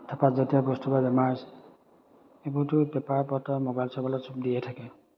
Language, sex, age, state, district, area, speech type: Assamese, male, 30-45, Assam, Majuli, urban, spontaneous